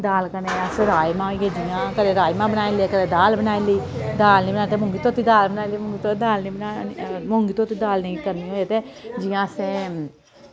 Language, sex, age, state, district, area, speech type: Dogri, female, 30-45, Jammu and Kashmir, Samba, urban, spontaneous